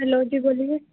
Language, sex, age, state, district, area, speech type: Hindi, female, 18-30, Madhya Pradesh, Harda, urban, conversation